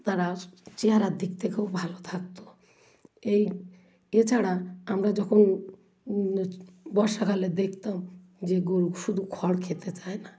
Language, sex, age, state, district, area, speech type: Bengali, female, 60+, West Bengal, South 24 Parganas, rural, spontaneous